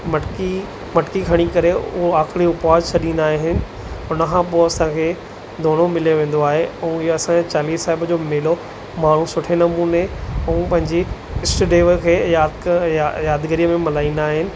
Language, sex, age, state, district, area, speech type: Sindhi, male, 30-45, Maharashtra, Thane, urban, spontaneous